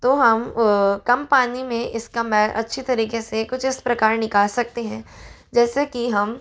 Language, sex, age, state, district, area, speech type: Hindi, female, 18-30, Rajasthan, Jodhpur, urban, spontaneous